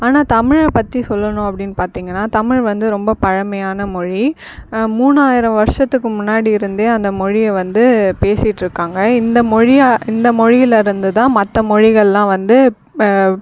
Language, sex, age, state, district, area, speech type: Tamil, female, 45-60, Tamil Nadu, Viluppuram, urban, spontaneous